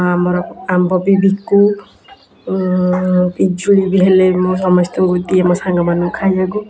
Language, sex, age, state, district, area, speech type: Odia, female, 18-30, Odisha, Kendujhar, urban, spontaneous